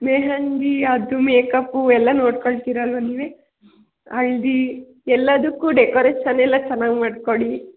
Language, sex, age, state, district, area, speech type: Kannada, female, 30-45, Karnataka, Hassan, urban, conversation